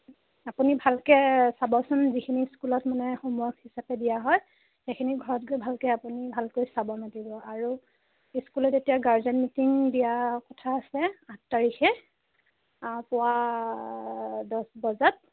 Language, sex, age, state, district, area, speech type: Assamese, female, 18-30, Assam, Sivasagar, rural, conversation